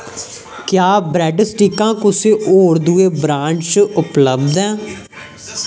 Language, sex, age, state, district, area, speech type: Dogri, male, 18-30, Jammu and Kashmir, Jammu, rural, read